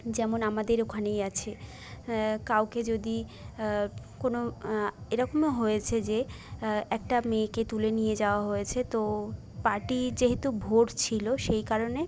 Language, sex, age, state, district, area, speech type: Bengali, female, 18-30, West Bengal, Jhargram, rural, spontaneous